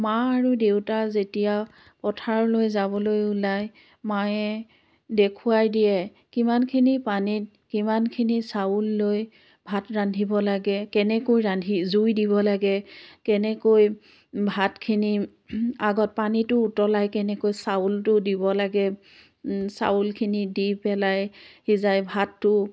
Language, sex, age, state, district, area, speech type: Assamese, female, 60+, Assam, Biswanath, rural, spontaneous